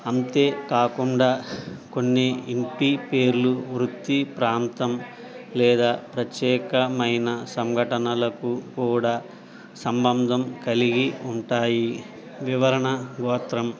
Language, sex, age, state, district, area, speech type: Telugu, male, 60+, Andhra Pradesh, Eluru, rural, spontaneous